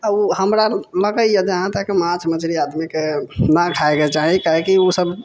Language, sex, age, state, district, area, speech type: Maithili, male, 18-30, Bihar, Sitamarhi, rural, spontaneous